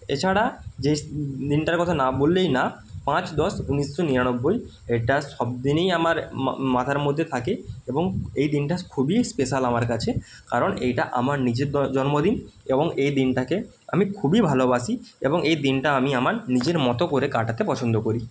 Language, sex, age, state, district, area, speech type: Bengali, male, 30-45, West Bengal, North 24 Parganas, rural, spontaneous